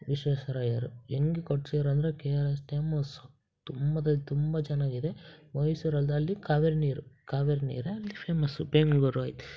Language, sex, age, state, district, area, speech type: Kannada, male, 18-30, Karnataka, Chitradurga, rural, spontaneous